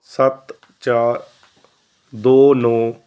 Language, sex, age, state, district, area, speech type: Punjabi, male, 45-60, Punjab, Fazilka, rural, read